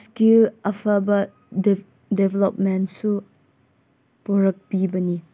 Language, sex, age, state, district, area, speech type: Manipuri, female, 18-30, Manipur, Senapati, rural, spontaneous